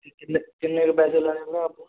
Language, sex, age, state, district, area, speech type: Punjabi, male, 18-30, Punjab, Mohali, rural, conversation